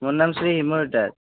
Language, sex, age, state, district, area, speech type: Assamese, male, 18-30, Assam, Barpeta, rural, conversation